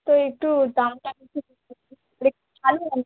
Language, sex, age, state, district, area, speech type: Bengali, female, 18-30, West Bengal, Howrah, urban, conversation